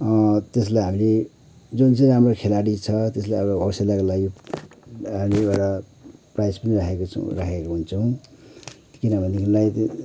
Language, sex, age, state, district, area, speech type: Nepali, male, 60+, West Bengal, Kalimpong, rural, spontaneous